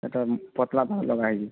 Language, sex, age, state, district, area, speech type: Odia, male, 30-45, Odisha, Boudh, rural, conversation